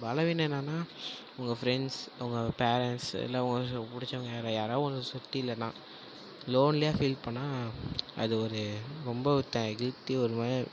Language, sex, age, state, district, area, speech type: Tamil, male, 18-30, Tamil Nadu, Tiruvarur, urban, spontaneous